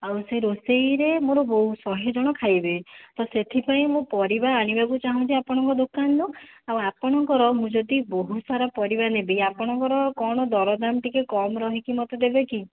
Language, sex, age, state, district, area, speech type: Odia, female, 18-30, Odisha, Jajpur, rural, conversation